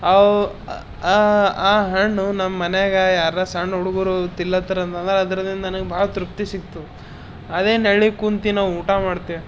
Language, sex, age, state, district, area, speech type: Kannada, male, 30-45, Karnataka, Bidar, urban, spontaneous